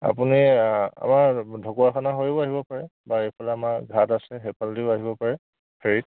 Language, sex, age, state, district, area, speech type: Assamese, male, 18-30, Assam, Lakhimpur, rural, conversation